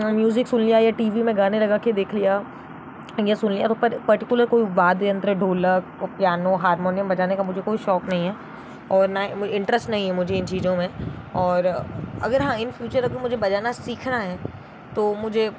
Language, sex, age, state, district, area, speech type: Hindi, female, 45-60, Rajasthan, Jodhpur, urban, spontaneous